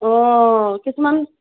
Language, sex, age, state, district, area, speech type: Assamese, female, 30-45, Assam, Morigaon, rural, conversation